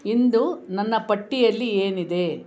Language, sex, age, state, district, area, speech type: Kannada, female, 60+, Karnataka, Bangalore Rural, rural, read